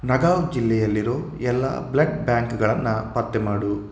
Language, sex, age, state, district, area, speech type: Kannada, male, 18-30, Karnataka, Shimoga, rural, read